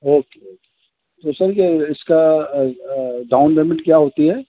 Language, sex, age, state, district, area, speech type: Urdu, male, 30-45, Delhi, Central Delhi, urban, conversation